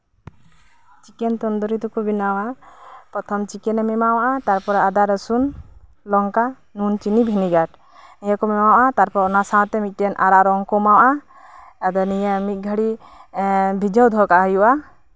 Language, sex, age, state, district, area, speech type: Santali, female, 18-30, West Bengal, Birbhum, rural, spontaneous